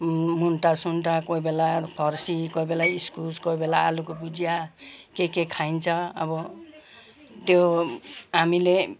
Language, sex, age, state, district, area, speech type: Nepali, female, 60+, West Bengal, Kalimpong, rural, spontaneous